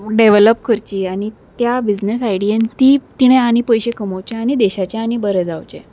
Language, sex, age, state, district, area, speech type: Goan Konkani, female, 30-45, Goa, Salcete, urban, spontaneous